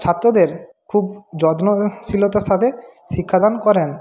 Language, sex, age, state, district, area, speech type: Bengali, male, 45-60, West Bengal, Jhargram, rural, spontaneous